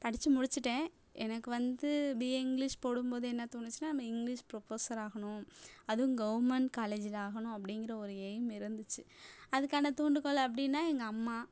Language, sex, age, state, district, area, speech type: Tamil, female, 18-30, Tamil Nadu, Tiruchirappalli, rural, spontaneous